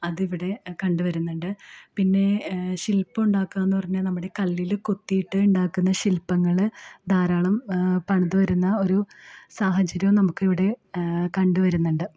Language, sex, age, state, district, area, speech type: Malayalam, female, 30-45, Kerala, Ernakulam, rural, spontaneous